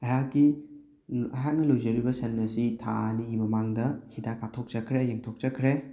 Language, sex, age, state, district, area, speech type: Manipuri, male, 18-30, Manipur, Thoubal, rural, spontaneous